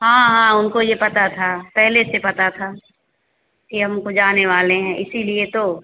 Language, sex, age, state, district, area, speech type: Hindi, female, 45-60, Uttar Pradesh, Azamgarh, rural, conversation